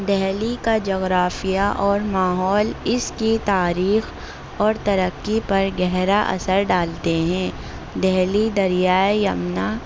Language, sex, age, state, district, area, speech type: Urdu, female, 18-30, Delhi, North East Delhi, urban, spontaneous